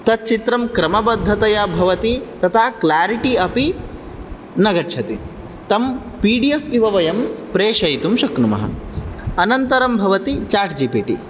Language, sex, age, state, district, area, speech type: Sanskrit, male, 18-30, Karnataka, Uttara Kannada, rural, spontaneous